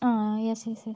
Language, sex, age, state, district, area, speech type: Malayalam, female, 30-45, Kerala, Wayanad, rural, spontaneous